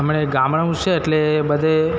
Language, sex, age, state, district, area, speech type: Gujarati, male, 30-45, Gujarat, Narmada, rural, spontaneous